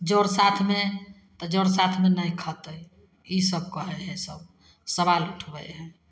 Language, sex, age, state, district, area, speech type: Maithili, female, 45-60, Bihar, Samastipur, rural, spontaneous